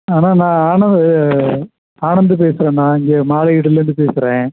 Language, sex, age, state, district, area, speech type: Tamil, male, 45-60, Tamil Nadu, Pudukkottai, rural, conversation